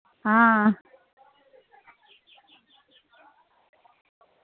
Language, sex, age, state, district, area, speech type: Dogri, female, 30-45, Jammu and Kashmir, Samba, rural, conversation